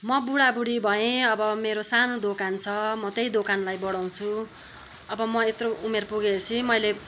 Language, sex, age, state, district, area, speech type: Nepali, female, 60+, West Bengal, Kalimpong, rural, spontaneous